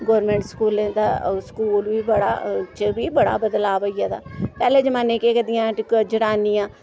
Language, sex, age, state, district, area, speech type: Dogri, female, 45-60, Jammu and Kashmir, Samba, rural, spontaneous